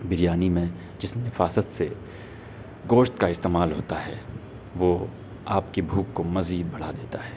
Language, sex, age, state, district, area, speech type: Urdu, male, 18-30, Delhi, North West Delhi, urban, spontaneous